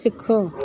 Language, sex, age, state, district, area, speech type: Punjabi, female, 45-60, Punjab, Pathankot, rural, read